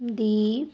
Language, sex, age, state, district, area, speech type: Punjabi, female, 18-30, Punjab, Fazilka, rural, read